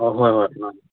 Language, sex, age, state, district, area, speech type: Manipuri, male, 18-30, Manipur, Kakching, rural, conversation